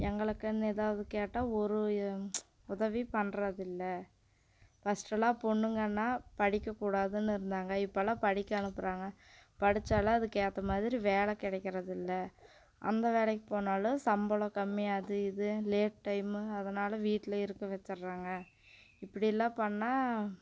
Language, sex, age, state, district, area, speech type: Tamil, female, 18-30, Tamil Nadu, Coimbatore, rural, spontaneous